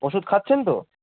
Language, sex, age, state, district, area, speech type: Bengali, male, 18-30, West Bengal, Darjeeling, rural, conversation